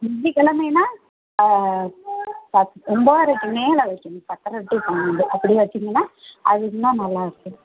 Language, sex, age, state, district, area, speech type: Tamil, female, 60+, Tamil Nadu, Madurai, rural, conversation